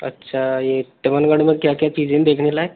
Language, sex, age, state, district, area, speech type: Hindi, male, 18-30, Rajasthan, Karauli, rural, conversation